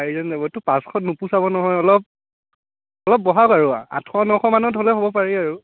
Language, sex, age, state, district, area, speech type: Assamese, male, 30-45, Assam, Biswanath, rural, conversation